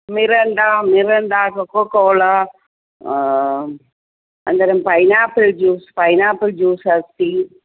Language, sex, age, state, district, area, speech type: Sanskrit, female, 45-60, Kerala, Thiruvananthapuram, urban, conversation